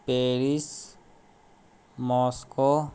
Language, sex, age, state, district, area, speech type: Maithili, male, 30-45, Bihar, Sitamarhi, rural, spontaneous